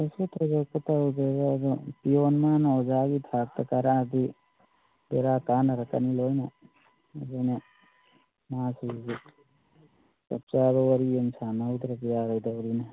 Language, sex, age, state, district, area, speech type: Manipuri, male, 30-45, Manipur, Thoubal, rural, conversation